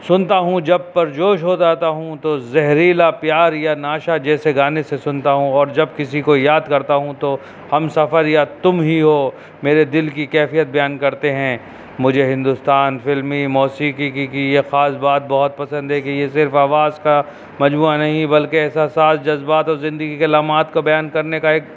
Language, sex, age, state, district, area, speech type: Urdu, male, 30-45, Uttar Pradesh, Rampur, urban, spontaneous